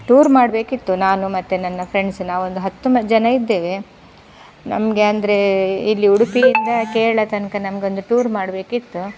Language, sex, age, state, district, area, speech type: Kannada, female, 30-45, Karnataka, Udupi, rural, spontaneous